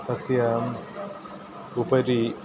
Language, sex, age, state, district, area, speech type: Sanskrit, male, 18-30, Kerala, Ernakulam, rural, spontaneous